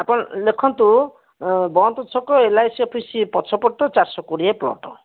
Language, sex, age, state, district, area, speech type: Odia, male, 18-30, Odisha, Bhadrak, rural, conversation